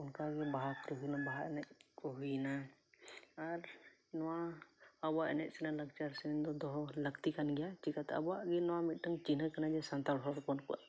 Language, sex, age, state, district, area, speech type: Santali, male, 18-30, Jharkhand, Seraikela Kharsawan, rural, spontaneous